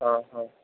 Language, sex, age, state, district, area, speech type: Malayalam, male, 18-30, Kerala, Idukki, rural, conversation